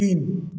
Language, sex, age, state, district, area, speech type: Hindi, male, 60+, Uttar Pradesh, Chandauli, urban, read